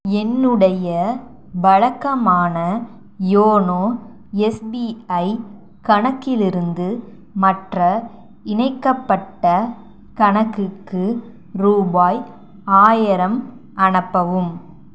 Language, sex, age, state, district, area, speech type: Tamil, female, 30-45, Tamil Nadu, Sivaganga, rural, read